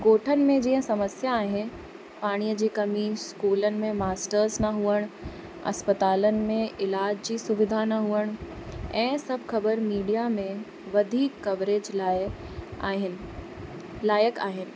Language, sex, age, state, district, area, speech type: Sindhi, female, 30-45, Uttar Pradesh, Lucknow, urban, spontaneous